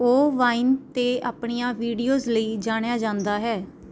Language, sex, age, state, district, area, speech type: Punjabi, female, 18-30, Punjab, Barnala, urban, read